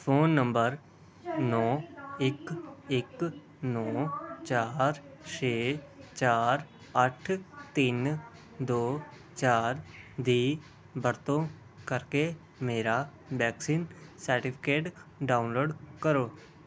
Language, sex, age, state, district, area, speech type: Punjabi, male, 18-30, Punjab, Pathankot, rural, read